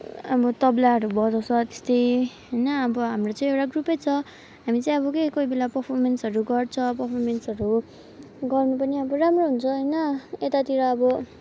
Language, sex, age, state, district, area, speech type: Nepali, female, 18-30, West Bengal, Kalimpong, rural, spontaneous